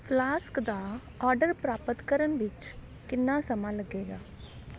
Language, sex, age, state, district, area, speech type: Punjabi, female, 30-45, Punjab, Patiala, rural, read